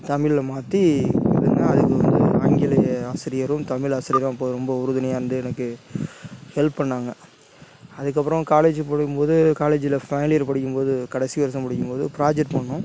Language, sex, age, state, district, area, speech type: Tamil, male, 30-45, Tamil Nadu, Tiruchirappalli, rural, spontaneous